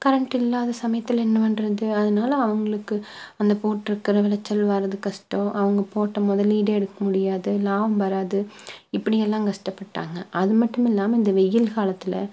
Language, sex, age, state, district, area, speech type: Tamil, female, 30-45, Tamil Nadu, Tiruppur, rural, spontaneous